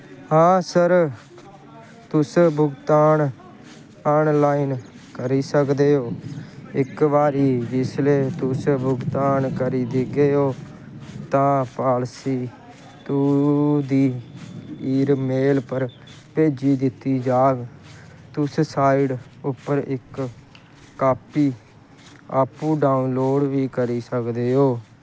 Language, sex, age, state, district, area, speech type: Dogri, male, 18-30, Jammu and Kashmir, Kathua, rural, read